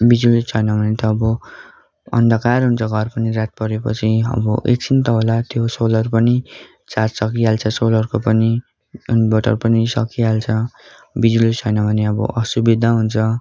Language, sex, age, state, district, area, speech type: Nepali, male, 18-30, West Bengal, Darjeeling, rural, spontaneous